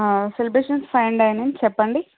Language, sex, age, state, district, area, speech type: Telugu, female, 18-30, Andhra Pradesh, Srikakulam, urban, conversation